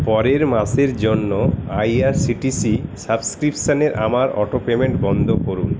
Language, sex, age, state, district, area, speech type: Bengali, male, 45-60, West Bengal, Paschim Bardhaman, urban, read